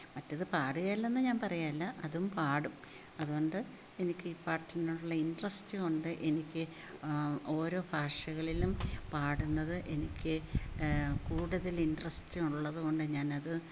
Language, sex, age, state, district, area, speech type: Malayalam, female, 60+, Kerala, Kollam, rural, spontaneous